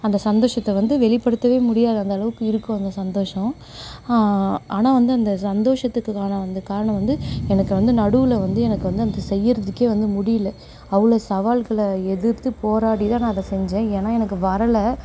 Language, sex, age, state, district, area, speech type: Tamil, female, 18-30, Tamil Nadu, Perambalur, rural, spontaneous